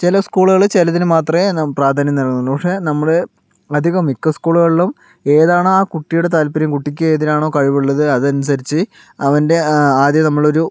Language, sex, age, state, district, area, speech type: Malayalam, male, 18-30, Kerala, Palakkad, rural, spontaneous